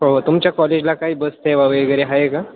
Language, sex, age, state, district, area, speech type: Marathi, male, 18-30, Maharashtra, Ahmednagar, urban, conversation